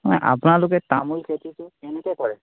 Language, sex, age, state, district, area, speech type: Assamese, male, 18-30, Assam, Sivasagar, rural, conversation